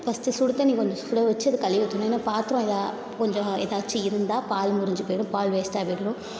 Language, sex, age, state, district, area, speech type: Tamil, female, 18-30, Tamil Nadu, Thanjavur, urban, spontaneous